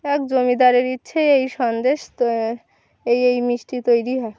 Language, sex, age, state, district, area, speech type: Bengali, female, 18-30, West Bengal, Birbhum, urban, spontaneous